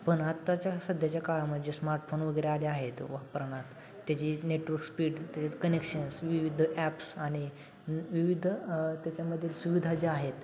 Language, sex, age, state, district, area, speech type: Marathi, male, 18-30, Maharashtra, Satara, urban, spontaneous